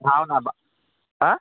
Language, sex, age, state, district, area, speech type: Assamese, male, 18-30, Assam, Majuli, urban, conversation